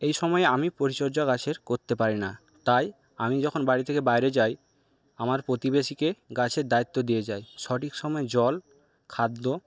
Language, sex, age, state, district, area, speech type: Bengali, male, 60+, West Bengal, Paschim Medinipur, rural, spontaneous